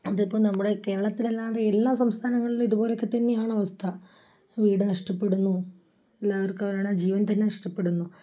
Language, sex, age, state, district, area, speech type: Malayalam, female, 30-45, Kerala, Kozhikode, rural, spontaneous